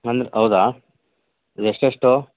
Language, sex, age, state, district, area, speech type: Kannada, male, 18-30, Karnataka, Shimoga, urban, conversation